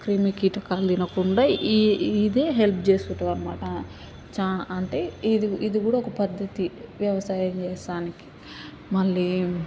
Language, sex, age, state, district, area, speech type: Telugu, female, 18-30, Telangana, Hyderabad, urban, spontaneous